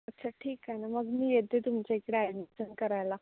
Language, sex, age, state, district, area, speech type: Marathi, female, 18-30, Maharashtra, Nagpur, urban, conversation